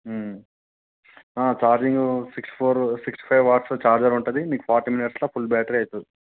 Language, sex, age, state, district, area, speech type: Telugu, male, 18-30, Telangana, Nalgonda, urban, conversation